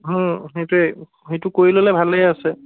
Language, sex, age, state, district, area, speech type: Assamese, male, 18-30, Assam, Charaideo, urban, conversation